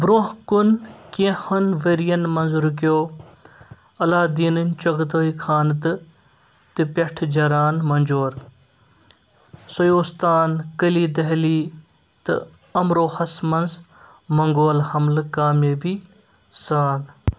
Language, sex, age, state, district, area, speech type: Kashmiri, male, 18-30, Jammu and Kashmir, Srinagar, urban, read